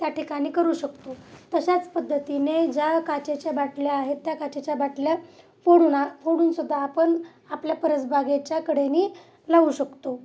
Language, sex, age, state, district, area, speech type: Marathi, female, 30-45, Maharashtra, Osmanabad, rural, spontaneous